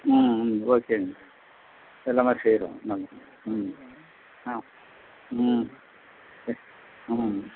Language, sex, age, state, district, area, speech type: Tamil, male, 60+, Tamil Nadu, Vellore, rural, conversation